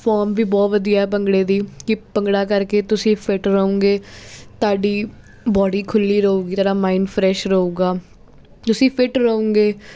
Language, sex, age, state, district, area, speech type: Punjabi, female, 18-30, Punjab, Jalandhar, urban, spontaneous